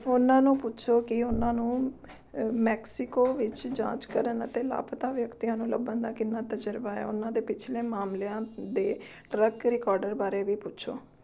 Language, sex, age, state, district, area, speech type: Punjabi, female, 30-45, Punjab, Amritsar, urban, read